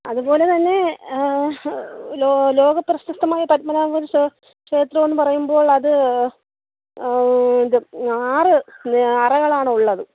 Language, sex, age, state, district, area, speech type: Malayalam, female, 30-45, Kerala, Thiruvananthapuram, rural, conversation